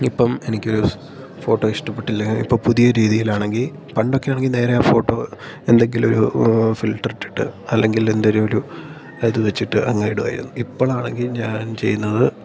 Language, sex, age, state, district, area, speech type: Malayalam, male, 18-30, Kerala, Idukki, rural, spontaneous